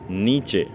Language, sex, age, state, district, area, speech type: Urdu, male, 18-30, Delhi, North West Delhi, urban, read